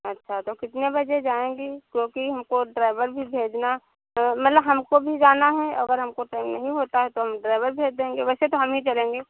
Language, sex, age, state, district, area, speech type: Hindi, female, 45-60, Uttar Pradesh, Hardoi, rural, conversation